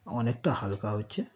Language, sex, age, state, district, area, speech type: Bengali, male, 30-45, West Bengal, Darjeeling, rural, spontaneous